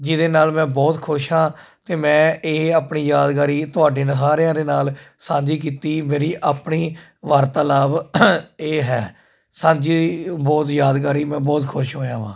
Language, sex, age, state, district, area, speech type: Punjabi, male, 30-45, Punjab, Jalandhar, urban, spontaneous